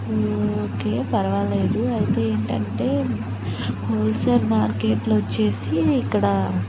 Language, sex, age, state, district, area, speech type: Telugu, female, 18-30, Andhra Pradesh, Palnadu, rural, spontaneous